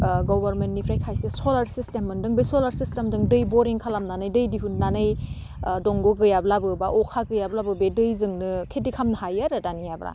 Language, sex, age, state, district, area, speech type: Bodo, female, 18-30, Assam, Udalguri, urban, spontaneous